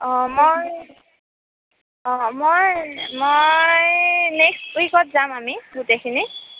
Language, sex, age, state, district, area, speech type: Assamese, female, 18-30, Assam, Kamrup Metropolitan, urban, conversation